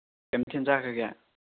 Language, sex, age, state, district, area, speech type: Manipuri, male, 18-30, Manipur, Chandel, rural, conversation